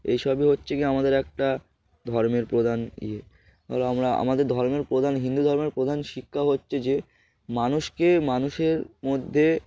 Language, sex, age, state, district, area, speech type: Bengali, male, 18-30, West Bengal, Darjeeling, urban, spontaneous